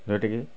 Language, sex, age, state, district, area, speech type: Odia, male, 30-45, Odisha, Kendrapara, urban, spontaneous